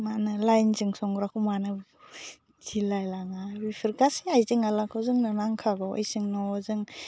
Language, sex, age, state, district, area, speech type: Bodo, female, 30-45, Assam, Udalguri, urban, spontaneous